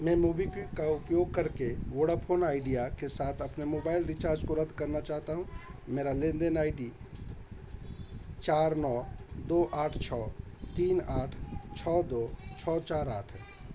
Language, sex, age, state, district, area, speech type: Hindi, male, 45-60, Madhya Pradesh, Chhindwara, rural, read